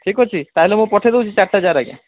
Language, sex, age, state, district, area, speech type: Odia, male, 30-45, Odisha, Sundergarh, urban, conversation